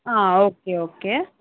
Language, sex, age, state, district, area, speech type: Telugu, female, 30-45, Andhra Pradesh, Eluru, rural, conversation